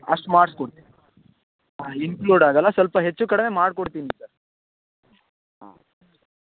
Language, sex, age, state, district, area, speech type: Kannada, male, 18-30, Karnataka, Shimoga, rural, conversation